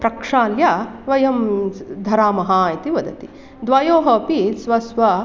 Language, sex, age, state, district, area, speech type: Sanskrit, female, 45-60, Karnataka, Mandya, urban, spontaneous